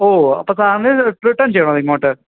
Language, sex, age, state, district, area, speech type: Malayalam, male, 18-30, Kerala, Idukki, rural, conversation